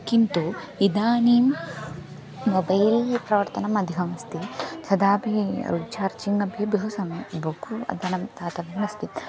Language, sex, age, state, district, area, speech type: Sanskrit, female, 18-30, Kerala, Thrissur, urban, spontaneous